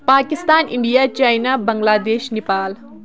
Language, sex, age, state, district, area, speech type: Kashmiri, female, 18-30, Jammu and Kashmir, Kulgam, rural, spontaneous